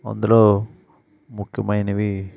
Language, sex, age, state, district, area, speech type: Telugu, male, 18-30, Andhra Pradesh, Eluru, urban, spontaneous